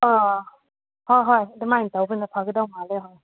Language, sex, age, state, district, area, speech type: Manipuri, female, 30-45, Manipur, Chandel, rural, conversation